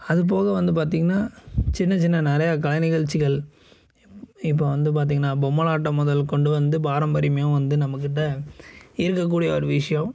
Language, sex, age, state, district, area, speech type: Tamil, male, 18-30, Tamil Nadu, Coimbatore, urban, spontaneous